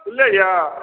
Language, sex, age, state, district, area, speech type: Maithili, male, 45-60, Bihar, Supaul, rural, conversation